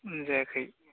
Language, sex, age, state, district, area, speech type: Bodo, male, 18-30, Assam, Baksa, rural, conversation